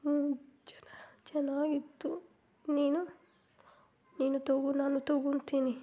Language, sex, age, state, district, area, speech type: Kannada, female, 18-30, Karnataka, Kolar, rural, spontaneous